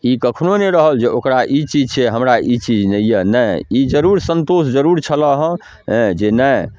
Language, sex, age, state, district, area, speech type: Maithili, male, 45-60, Bihar, Darbhanga, rural, spontaneous